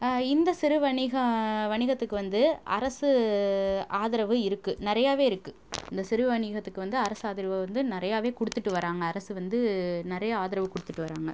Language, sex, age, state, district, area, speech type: Tamil, female, 18-30, Tamil Nadu, Tiruchirappalli, rural, spontaneous